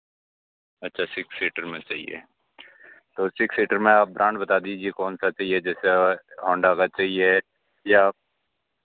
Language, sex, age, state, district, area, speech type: Hindi, male, 18-30, Rajasthan, Nagaur, rural, conversation